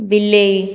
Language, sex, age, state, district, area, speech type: Odia, female, 45-60, Odisha, Jajpur, rural, read